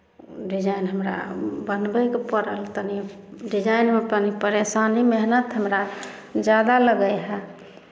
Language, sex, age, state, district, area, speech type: Maithili, female, 30-45, Bihar, Samastipur, urban, spontaneous